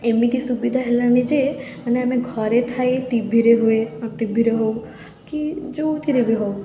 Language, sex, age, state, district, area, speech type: Odia, female, 18-30, Odisha, Puri, urban, spontaneous